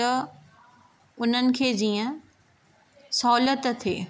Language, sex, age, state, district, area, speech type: Sindhi, female, 30-45, Maharashtra, Thane, urban, spontaneous